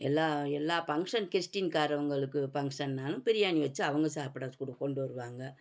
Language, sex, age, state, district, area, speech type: Tamil, female, 60+, Tamil Nadu, Madurai, urban, spontaneous